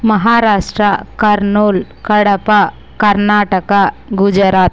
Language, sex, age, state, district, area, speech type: Telugu, female, 30-45, Andhra Pradesh, Visakhapatnam, urban, spontaneous